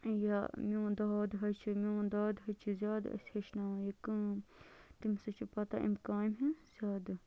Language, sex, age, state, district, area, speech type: Kashmiri, female, 18-30, Jammu and Kashmir, Bandipora, rural, spontaneous